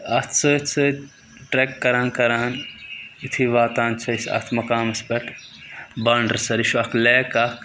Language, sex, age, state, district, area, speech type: Kashmiri, male, 18-30, Jammu and Kashmir, Budgam, rural, spontaneous